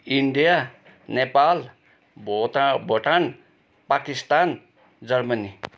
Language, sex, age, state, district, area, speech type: Nepali, male, 60+, West Bengal, Kalimpong, rural, spontaneous